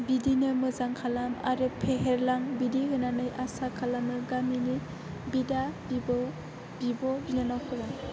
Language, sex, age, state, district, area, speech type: Bodo, female, 18-30, Assam, Chirang, urban, spontaneous